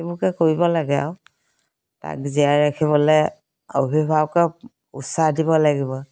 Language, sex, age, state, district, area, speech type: Assamese, female, 60+, Assam, Dhemaji, rural, spontaneous